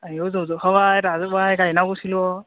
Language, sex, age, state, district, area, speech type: Bodo, male, 18-30, Assam, Chirang, urban, conversation